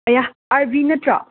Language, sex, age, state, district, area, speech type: Manipuri, female, 18-30, Manipur, Imphal West, rural, conversation